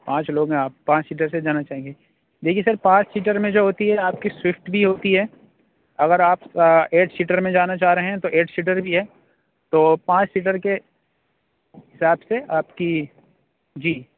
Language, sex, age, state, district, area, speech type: Urdu, male, 30-45, Uttar Pradesh, Aligarh, urban, conversation